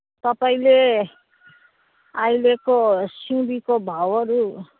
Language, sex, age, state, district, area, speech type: Nepali, female, 30-45, West Bengal, Kalimpong, rural, conversation